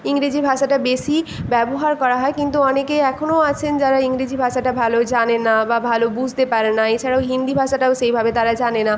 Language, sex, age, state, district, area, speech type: Bengali, female, 18-30, West Bengal, Paschim Medinipur, rural, spontaneous